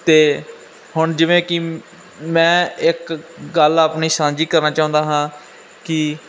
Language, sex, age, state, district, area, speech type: Punjabi, male, 18-30, Punjab, Firozpur, urban, spontaneous